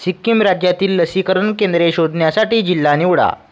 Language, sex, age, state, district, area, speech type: Marathi, male, 18-30, Maharashtra, Washim, rural, read